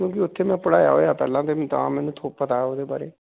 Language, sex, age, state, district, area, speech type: Punjabi, male, 45-60, Punjab, Pathankot, rural, conversation